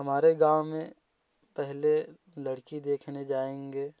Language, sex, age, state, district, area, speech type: Hindi, male, 18-30, Uttar Pradesh, Jaunpur, rural, spontaneous